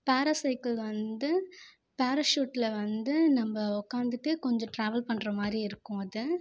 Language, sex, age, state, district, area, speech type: Tamil, female, 18-30, Tamil Nadu, Viluppuram, urban, spontaneous